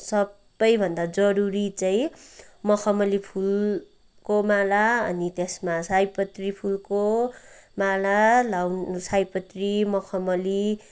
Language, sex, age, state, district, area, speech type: Nepali, female, 30-45, West Bengal, Kalimpong, rural, spontaneous